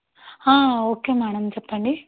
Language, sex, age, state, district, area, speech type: Telugu, female, 30-45, Andhra Pradesh, N T Rama Rao, urban, conversation